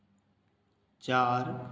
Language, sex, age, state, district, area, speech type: Hindi, male, 30-45, Madhya Pradesh, Hoshangabad, rural, read